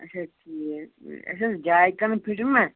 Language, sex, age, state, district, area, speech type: Kashmiri, male, 18-30, Jammu and Kashmir, Shopian, rural, conversation